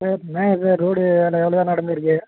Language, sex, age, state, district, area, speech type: Tamil, male, 18-30, Tamil Nadu, Chengalpattu, rural, conversation